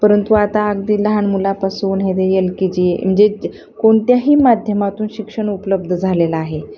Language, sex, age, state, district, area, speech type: Marathi, female, 45-60, Maharashtra, Osmanabad, rural, spontaneous